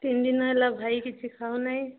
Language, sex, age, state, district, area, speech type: Odia, female, 18-30, Odisha, Nabarangpur, urban, conversation